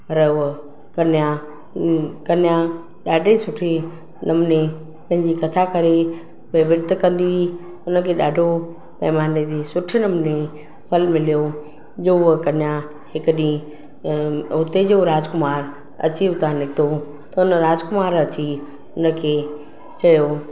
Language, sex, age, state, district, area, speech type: Sindhi, female, 45-60, Maharashtra, Mumbai Suburban, urban, spontaneous